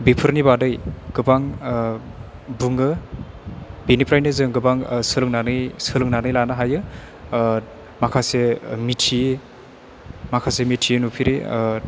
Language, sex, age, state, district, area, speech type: Bodo, male, 18-30, Assam, Chirang, rural, spontaneous